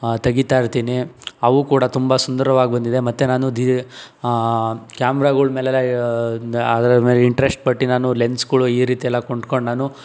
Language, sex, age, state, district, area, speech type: Kannada, male, 18-30, Karnataka, Tumkur, rural, spontaneous